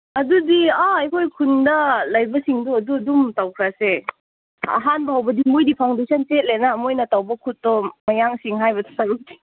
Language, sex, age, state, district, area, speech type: Manipuri, female, 18-30, Manipur, Senapati, rural, conversation